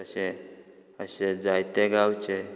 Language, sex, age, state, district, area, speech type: Goan Konkani, male, 18-30, Goa, Quepem, rural, spontaneous